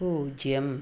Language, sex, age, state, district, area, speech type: Malayalam, female, 60+, Kerala, Palakkad, rural, read